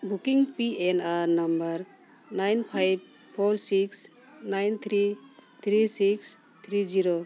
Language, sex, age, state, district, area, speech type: Santali, female, 45-60, Jharkhand, Bokaro, rural, spontaneous